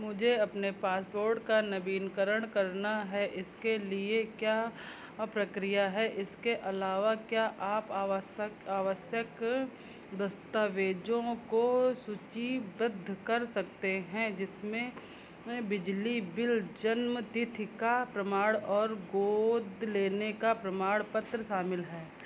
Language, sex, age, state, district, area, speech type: Hindi, female, 45-60, Uttar Pradesh, Sitapur, rural, read